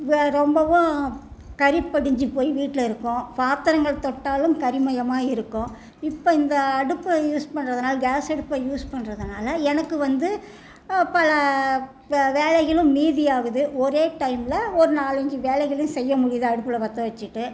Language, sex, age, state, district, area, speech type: Tamil, female, 60+, Tamil Nadu, Salem, rural, spontaneous